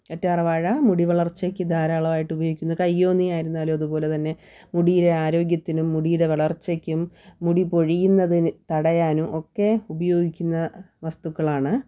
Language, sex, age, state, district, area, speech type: Malayalam, female, 30-45, Kerala, Thiruvananthapuram, rural, spontaneous